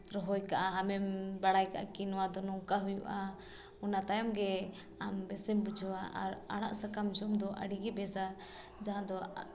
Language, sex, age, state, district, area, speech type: Santali, female, 18-30, Jharkhand, Seraikela Kharsawan, rural, spontaneous